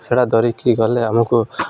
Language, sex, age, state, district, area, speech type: Odia, male, 18-30, Odisha, Malkangiri, urban, spontaneous